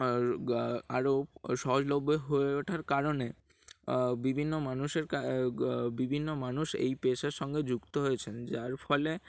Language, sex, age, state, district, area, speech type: Bengali, male, 18-30, West Bengal, Dakshin Dinajpur, urban, spontaneous